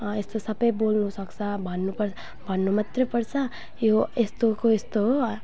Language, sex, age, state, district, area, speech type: Nepali, female, 18-30, West Bengal, Alipurduar, rural, spontaneous